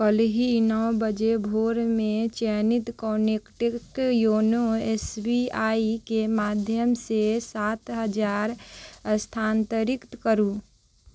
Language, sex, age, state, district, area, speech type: Maithili, female, 30-45, Bihar, Sitamarhi, rural, read